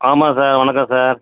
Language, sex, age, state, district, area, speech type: Tamil, male, 60+, Tamil Nadu, Ariyalur, rural, conversation